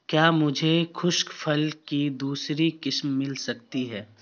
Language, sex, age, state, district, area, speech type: Urdu, male, 18-30, Bihar, Khagaria, rural, read